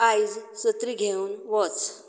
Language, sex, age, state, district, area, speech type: Goan Konkani, female, 60+, Goa, Canacona, rural, read